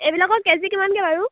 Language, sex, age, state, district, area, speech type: Assamese, female, 18-30, Assam, Dhemaji, rural, conversation